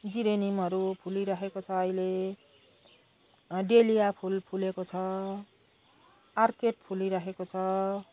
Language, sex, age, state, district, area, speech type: Nepali, female, 45-60, West Bengal, Jalpaiguri, urban, spontaneous